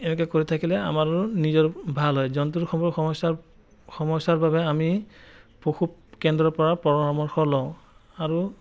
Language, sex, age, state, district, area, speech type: Assamese, male, 30-45, Assam, Biswanath, rural, spontaneous